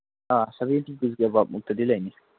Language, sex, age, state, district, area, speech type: Manipuri, male, 18-30, Manipur, Kangpokpi, urban, conversation